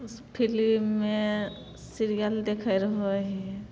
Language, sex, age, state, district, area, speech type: Maithili, female, 18-30, Bihar, Samastipur, rural, spontaneous